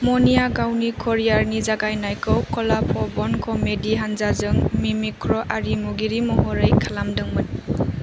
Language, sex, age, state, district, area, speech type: Bodo, female, 18-30, Assam, Chirang, rural, read